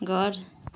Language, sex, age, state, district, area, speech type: Nepali, female, 45-60, West Bengal, Kalimpong, rural, read